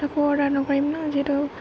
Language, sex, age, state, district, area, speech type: Assamese, female, 30-45, Assam, Golaghat, urban, spontaneous